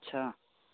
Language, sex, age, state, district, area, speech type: Hindi, male, 30-45, Uttar Pradesh, Mau, rural, conversation